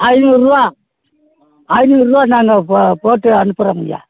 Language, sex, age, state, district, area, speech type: Tamil, male, 60+, Tamil Nadu, Perambalur, rural, conversation